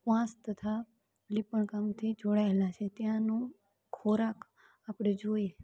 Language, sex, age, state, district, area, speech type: Gujarati, female, 18-30, Gujarat, Rajkot, rural, spontaneous